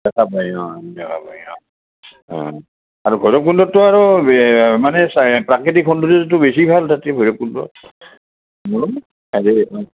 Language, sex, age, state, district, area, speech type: Assamese, male, 60+, Assam, Udalguri, urban, conversation